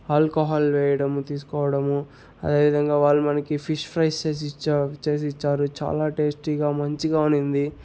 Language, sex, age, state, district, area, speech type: Telugu, male, 30-45, Andhra Pradesh, Sri Balaji, rural, spontaneous